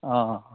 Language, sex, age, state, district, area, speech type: Assamese, male, 45-60, Assam, Majuli, urban, conversation